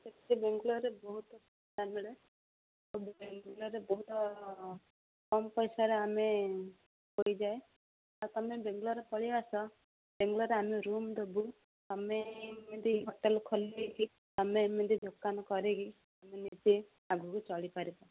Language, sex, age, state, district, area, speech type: Odia, female, 45-60, Odisha, Gajapati, rural, conversation